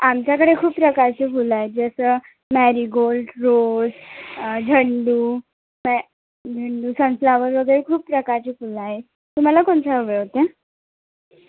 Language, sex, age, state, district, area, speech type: Marathi, female, 18-30, Maharashtra, Nagpur, urban, conversation